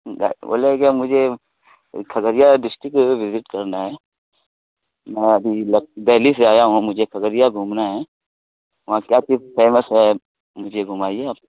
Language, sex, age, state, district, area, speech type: Urdu, male, 30-45, Bihar, Khagaria, rural, conversation